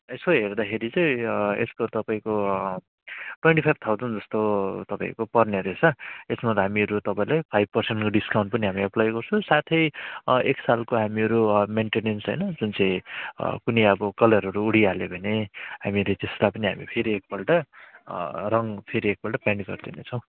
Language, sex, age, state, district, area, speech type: Nepali, male, 45-60, West Bengal, Alipurduar, rural, conversation